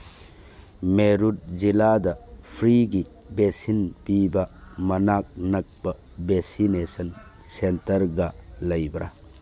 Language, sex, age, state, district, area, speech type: Manipuri, male, 45-60, Manipur, Churachandpur, rural, read